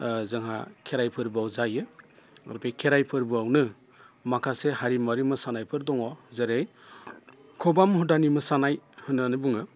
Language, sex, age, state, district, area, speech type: Bodo, male, 30-45, Assam, Udalguri, rural, spontaneous